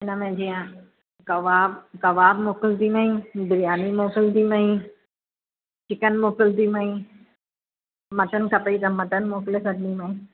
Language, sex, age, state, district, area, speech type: Sindhi, female, 45-60, Uttar Pradesh, Lucknow, rural, conversation